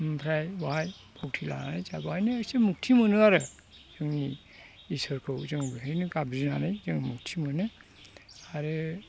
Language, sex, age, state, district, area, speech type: Bodo, male, 60+, Assam, Chirang, rural, spontaneous